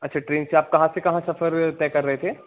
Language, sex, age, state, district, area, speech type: Hindi, male, 30-45, Madhya Pradesh, Jabalpur, urban, conversation